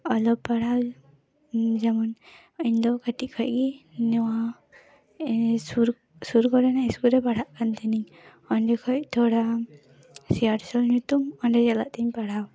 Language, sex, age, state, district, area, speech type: Santali, female, 18-30, West Bengal, Paschim Bardhaman, rural, spontaneous